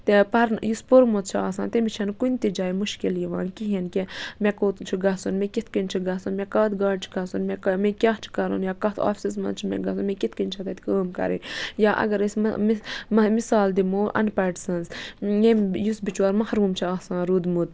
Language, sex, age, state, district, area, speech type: Kashmiri, female, 30-45, Jammu and Kashmir, Budgam, rural, spontaneous